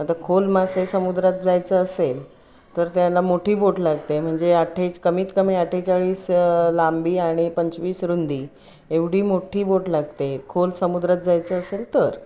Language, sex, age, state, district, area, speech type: Marathi, female, 45-60, Maharashtra, Ratnagiri, rural, spontaneous